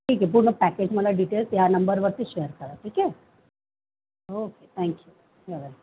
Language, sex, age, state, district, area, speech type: Marathi, female, 45-60, Maharashtra, Mumbai Suburban, urban, conversation